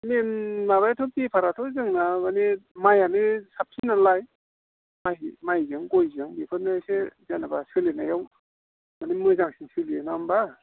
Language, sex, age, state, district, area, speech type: Bodo, male, 45-60, Assam, Udalguri, rural, conversation